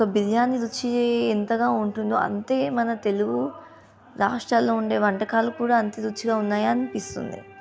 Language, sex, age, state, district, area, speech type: Telugu, female, 18-30, Telangana, Nizamabad, urban, spontaneous